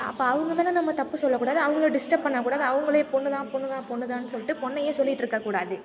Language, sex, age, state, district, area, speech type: Tamil, female, 18-30, Tamil Nadu, Thanjavur, rural, spontaneous